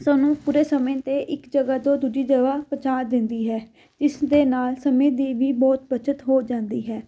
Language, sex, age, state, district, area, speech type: Punjabi, female, 18-30, Punjab, Fatehgarh Sahib, rural, spontaneous